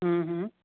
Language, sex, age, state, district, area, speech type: Sindhi, female, 45-60, Gujarat, Kutch, rural, conversation